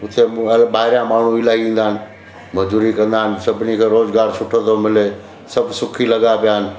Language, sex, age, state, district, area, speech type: Sindhi, male, 60+, Gujarat, Surat, urban, spontaneous